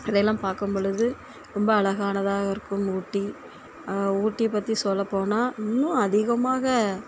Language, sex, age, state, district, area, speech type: Tamil, female, 45-60, Tamil Nadu, Thoothukudi, urban, spontaneous